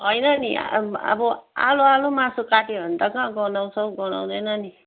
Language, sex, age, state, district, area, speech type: Nepali, female, 60+, West Bengal, Jalpaiguri, urban, conversation